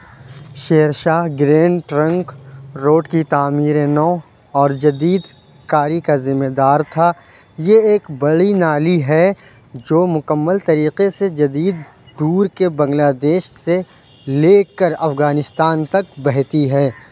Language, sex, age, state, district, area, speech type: Urdu, male, 18-30, Uttar Pradesh, Lucknow, urban, read